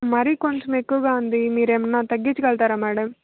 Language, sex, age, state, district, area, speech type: Telugu, female, 18-30, Andhra Pradesh, Nellore, rural, conversation